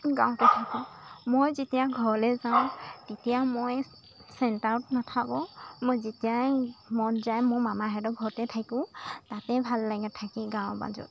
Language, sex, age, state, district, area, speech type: Assamese, female, 18-30, Assam, Lakhimpur, rural, spontaneous